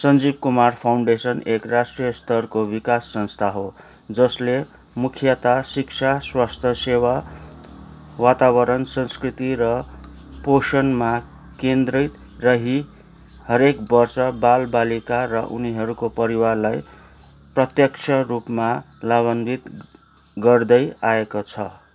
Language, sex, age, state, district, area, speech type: Nepali, male, 45-60, West Bengal, Kalimpong, rural, read